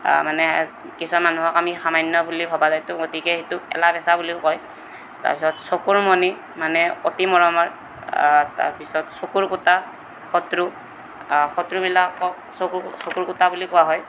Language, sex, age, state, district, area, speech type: Assamese, male, 18-30, Assam, Kamrup Metropolitan, urban, spontaneous